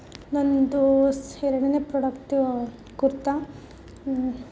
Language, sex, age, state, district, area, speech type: Kannada, female, 18-30, Karnataka, Davanagere, rural, spontaneous